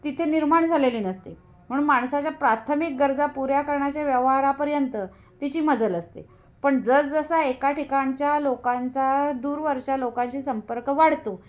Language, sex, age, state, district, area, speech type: Marathi, female, 45-60, Maharashtra, Kolhapur, rural, spontaneous